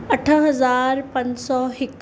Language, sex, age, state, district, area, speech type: Sindhi, female, 45-60, Maharashtra, Mumbai Suburban, urban, spontaneous